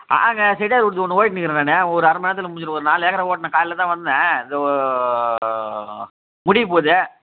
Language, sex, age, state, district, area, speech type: Tamil, male, 30-45, Tamil Nadu, Chengalpattu, rural, conversation